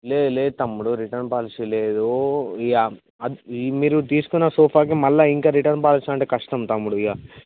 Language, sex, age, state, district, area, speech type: Telugu, male, 18-30, Telangana, Mancherial, rural, conversation